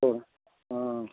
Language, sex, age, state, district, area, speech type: Manipuri, male, 45-60, Manipur, Churachandpur, urban, conversation